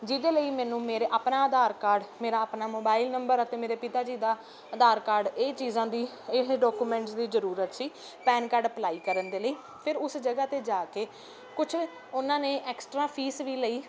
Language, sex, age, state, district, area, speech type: Punjabi, female, 18-30, Punjab, Ludhiana, urban, spontaneous